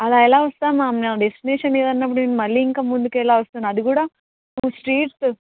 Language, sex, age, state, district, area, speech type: Telugu, female, 18-30, Telangana, Karimnagar, urban, conversation